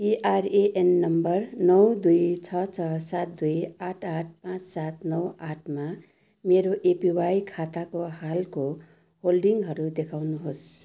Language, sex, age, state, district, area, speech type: Nepali, female, 60+, West Bengal, Darjeeling, rural, read